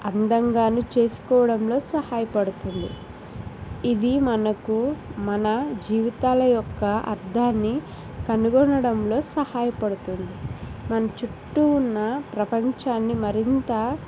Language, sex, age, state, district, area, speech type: Telugu, female, 30-45, Andhra Pradesh, East Godavari, rural, spontaneous